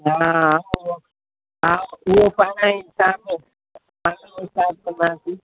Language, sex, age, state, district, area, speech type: Sindhi, female, 60+, Rajasthan, Ajmer, urban, conversation